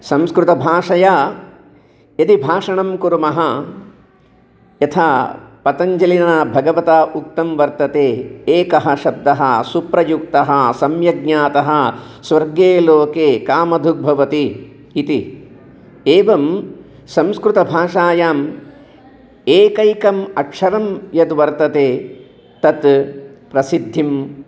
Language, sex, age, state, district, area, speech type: Sanskrit, male, 60+, Telangana, Jagtial, urban, spontaneous